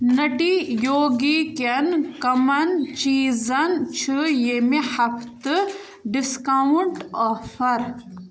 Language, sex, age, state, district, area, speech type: Kashmiri, female, 18-30, Jammu and Kashmir, Budgam, rural, read